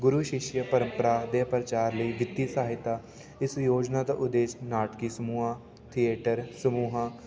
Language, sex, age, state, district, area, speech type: Punjabi, male, 18-30, Punjab, Fatehgarh Sahib, rural, spontaneous